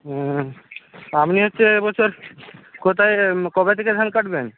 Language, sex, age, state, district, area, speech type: Bengali, male, 60+, West Bengal, Purba Medinipur, rural, conversation